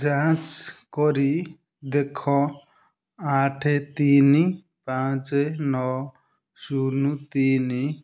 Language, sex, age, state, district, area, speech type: Odia, male, 30-45, Odisha, Kendujhar, urban, read